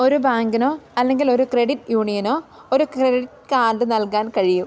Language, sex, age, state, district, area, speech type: Malayalam, female, 18-30, Kerala, Idukki, rural, read